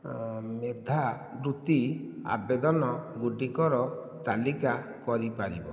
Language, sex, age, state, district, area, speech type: Odia, male, 45-60, Odisha, Nayagarh, rural, read